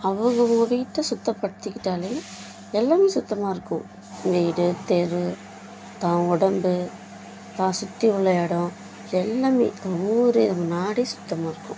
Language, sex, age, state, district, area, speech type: Tamil, female, 18-30, Tamil Nadu, Kallakurichi, urban, spontaneous